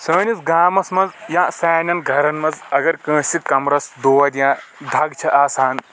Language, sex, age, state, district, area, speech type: Kashmiri, male, 18-30, Jammu and Kashmir, Kulgam, rural, spontaneous